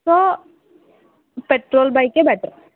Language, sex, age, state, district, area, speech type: Telugu, female, 30-45, Andhra Pradesh, Eluru, rural, conversation